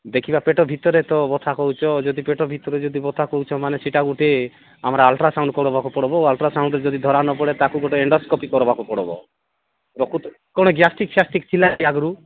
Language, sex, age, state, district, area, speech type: Odia, male, 45-60, Odisha, Nabarangpur, rural, conversation